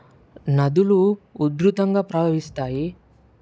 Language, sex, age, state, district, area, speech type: Telugu, male, 18-30, Telangana, Medak, rural, spontaneous